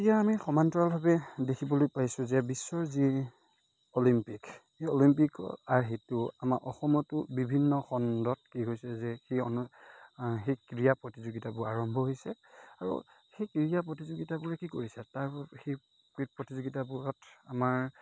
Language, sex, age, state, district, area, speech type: Assamese, male, 30-45, Assam, Majuli, urban, spontaneous